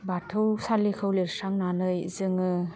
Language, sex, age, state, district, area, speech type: Bodo, female, 30-45, Assam, Udalguri, rural, spontaneous